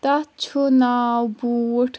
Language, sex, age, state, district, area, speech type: Kashmiri, female, 18-30, Jammu and Kashmir, Kulgam, rural, spontaneous